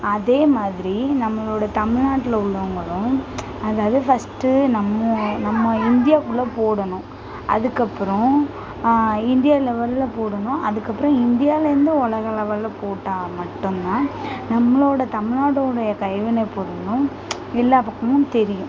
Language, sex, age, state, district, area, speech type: Tamil, female, 30-45, Tamil Nadu, Tirunelveli, urban, spontaneous